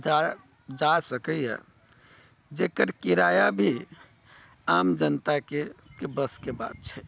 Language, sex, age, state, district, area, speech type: Maithili, male, 60+, Bihar, Sitamarhi, rural, spontaneous